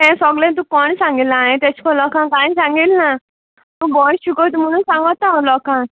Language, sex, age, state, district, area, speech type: Goan Konkani, female, 18-30, Goa, Salcete, rural, conversation